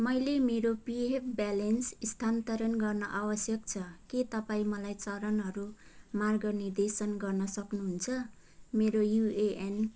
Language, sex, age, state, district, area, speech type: Nepali, female, 30-45, West Bengal, Jalpaiguri, urban, read